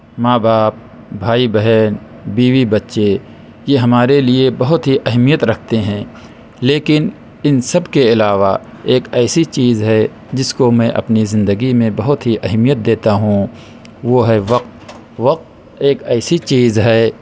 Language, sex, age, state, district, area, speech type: Urdu, male, 30-45, Uttar Pradesh, Balrampur, rural, spontaneous